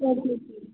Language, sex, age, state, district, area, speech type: Marathi, female, 18-30, Maharashtra, Mumbai Suburban, urban, conversation